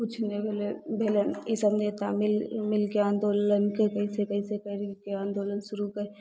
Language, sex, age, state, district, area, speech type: Maithili, female, 18-30, Bihar, Begusarai, urban, spontaneous